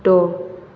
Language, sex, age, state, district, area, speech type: Bodo, female, 18-30, Assam, Chirang, rural, read